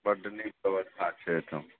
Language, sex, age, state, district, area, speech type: Maithili, male, 45-60, Bihar, Araria, rural, conversation